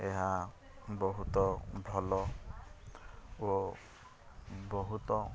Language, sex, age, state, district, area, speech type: Odia, male, 30-45, Odisha, Rayagada, rural, spontaneous